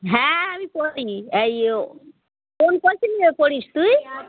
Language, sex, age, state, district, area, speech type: Bengali, female, 45-60, West Bengal, Darjeeling, urban, conversation